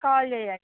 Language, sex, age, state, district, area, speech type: Telugu, female, 45-60, Andhra Pradesh, Visakhapatnam, urban, conversation